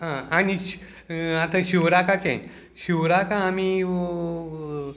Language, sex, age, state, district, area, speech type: Goan Konkani, male, 60+, Goa, Salcete, rural, spontaneous